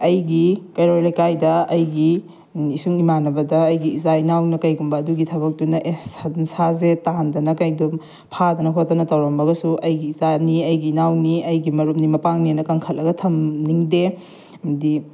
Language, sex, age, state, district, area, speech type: Manipuri, female, 30-45, Manipur, Bishnupur, rural, spontaneous